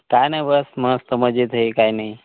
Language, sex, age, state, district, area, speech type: Marathi, male, 30-45, Maharashtra, Hingoli, urban, conversation